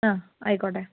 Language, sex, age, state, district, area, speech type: Malayalam, female, 18-30, Kerala, Kozhikode, rural, conversation